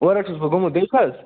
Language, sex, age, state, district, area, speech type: Kashmiri, male, 45-60, Jammu and Kashmir, Budgam, urban, conversation